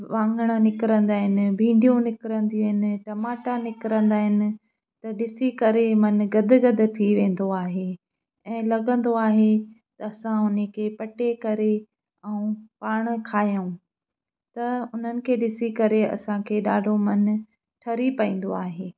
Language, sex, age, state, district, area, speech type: Sindhi, female, 30-45, Madhya Pradesh, Katni, rural, spontaneous